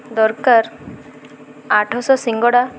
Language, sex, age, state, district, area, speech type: Odia, female, 18-30, Odisha, Malkangiri, urban, spontaneous